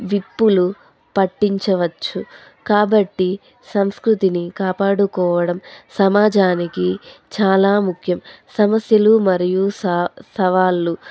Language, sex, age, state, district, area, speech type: Telugu, female, 18-30, Andhra Pradesh, Anantapur, rural, spontaneous